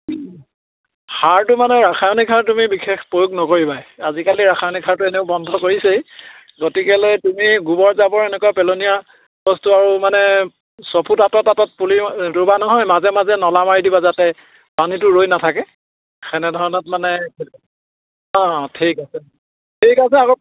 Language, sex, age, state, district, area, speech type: Assamese, male, 60+, Assam, Charaideo, rural, conversation